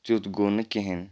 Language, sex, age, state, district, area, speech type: Kashmiri, male, 30-45, Jammu and Kashmir, Kupwara, urban, spontaneous